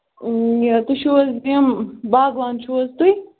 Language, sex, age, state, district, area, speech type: Kashmiri, female, 30-45, Jammu and Kashmir, Ganderbal, rural, conversation